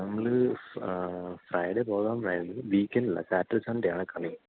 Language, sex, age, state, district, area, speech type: Malayalam, male, 18-30, Kerala, Idukki, rural, conversation